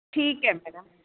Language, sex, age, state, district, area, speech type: Punjabi, female, 45-60, Punjab, Patiala, urban, conversation